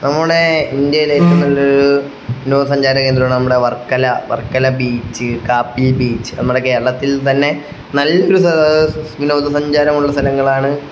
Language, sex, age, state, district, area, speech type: Malayalam, male, 30-45, Kerala, Wayanad, rural, spontaneous